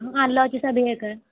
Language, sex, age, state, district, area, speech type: Maithili, female, 18-30, Bihar, Purnia, rural, conversation